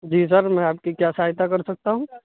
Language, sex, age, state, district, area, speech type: Urdu, male, 18-30, Uttar Pradesh, Saharanpur, urban, conversation